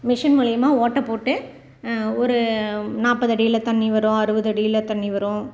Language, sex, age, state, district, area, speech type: Tamil, female, 45-60, Tamil Nadu, Salem, rural, spontaneous